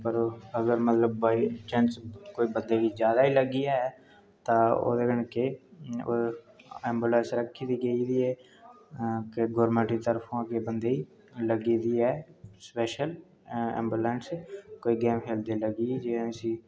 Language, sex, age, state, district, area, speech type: Dogri, male, 18-30, Jammu and Kashmir, Udhampur, rural, spontaneous